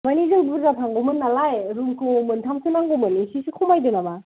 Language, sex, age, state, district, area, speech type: Bodo, female, 18-30, Assam, Kokrajhar, rural, conversation